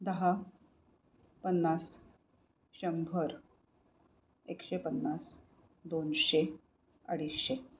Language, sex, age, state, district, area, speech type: Marathi, female, 45-60, Maharashtra, Pune, urban, spontaneous